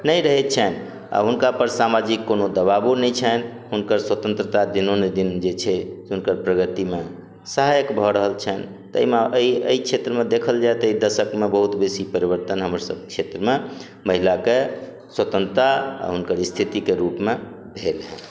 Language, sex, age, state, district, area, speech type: Maithili, male, 60+, Bihar, Madhubani, rural, spontaneous